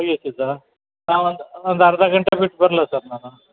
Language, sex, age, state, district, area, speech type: Kannada, male, 60+, Karnataka, Chamarajanagar, rural, conversation